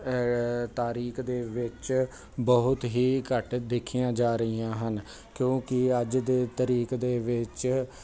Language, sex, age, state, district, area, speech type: Punjabi, male, 30-45, Punjab, Jalandhar, urban, spontaneous